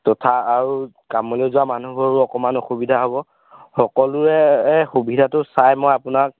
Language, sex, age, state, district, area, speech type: Assamese, male, 18-30, Assam, Jorhat, urban, conversation